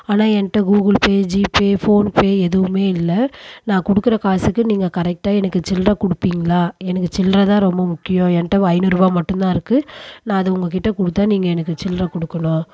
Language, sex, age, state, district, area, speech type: Tamil, female, 30-45, Tamil Nadu, Tiruvannamalai, rural, spontaneous